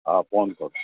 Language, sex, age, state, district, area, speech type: Gujarati, male, 60+, Gujarat, Valsad, rural, conversation